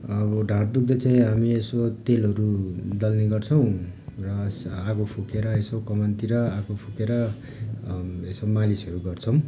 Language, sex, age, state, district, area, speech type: Nepali, male, 30-45, West Bengal, Darjeeling, rural, spontaneous